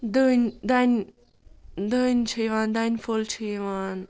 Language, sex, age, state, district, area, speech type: Kashmiri, female, 45-60, Jammu and Kashmir, Ganderbal, rural, spontaneous